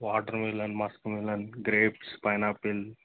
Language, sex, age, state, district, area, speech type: Telugu, male, 18-30, Telangana, Mahbubnagar, urban, conversation